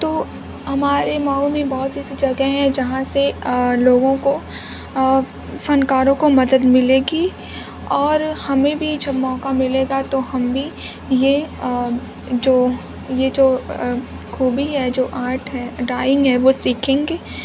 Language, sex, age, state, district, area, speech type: Urdu, female, 18-30, Uttar Pradesh, Mau, urban, spontaneous